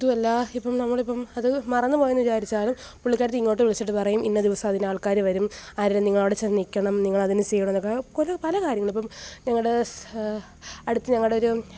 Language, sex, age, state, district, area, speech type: Malayalam, female, 18-30, Kerala, Alappuzha, rural, spontaneous